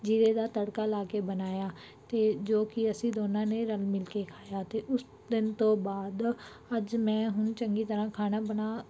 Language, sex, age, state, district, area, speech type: Punjabi, female, 18-30, Punjab, Mansa, urban, spontaneous